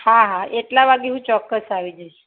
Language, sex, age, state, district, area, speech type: Gujarati, female, 45-60, Gujarat, Mehsana, rural, conversation